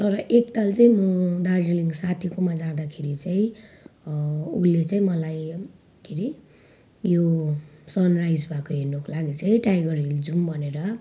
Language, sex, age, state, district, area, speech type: Nepali, female, 30-45, West Bengal, Jalpaiguri, rural, spontaneous